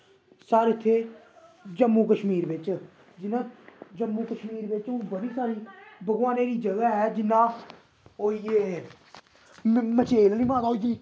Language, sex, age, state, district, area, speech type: Dogri, male, 18-30, Jammu and Kashmir, Samba, rural, spontaneous